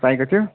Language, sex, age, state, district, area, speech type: Nepali, male, 18-30, West Bengal, Kalimpong, rural, conversation